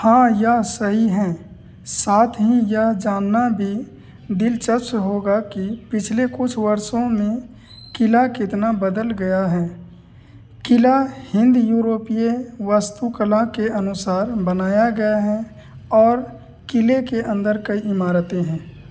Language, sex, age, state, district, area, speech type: Hindi, male, 18-30, Bihar, Madhepura, rural, read